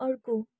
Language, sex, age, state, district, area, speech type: Nepali, female, 18-30, West Bengal, Kalimpong, rural, read